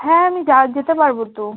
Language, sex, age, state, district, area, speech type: Bengali, female, 30-45, West Bengal, South 24 Parganas, rural, conversation